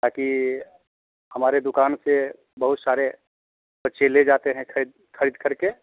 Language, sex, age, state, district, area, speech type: Hindi, male, 45-60, Bihar, Samastipur, urban, conversation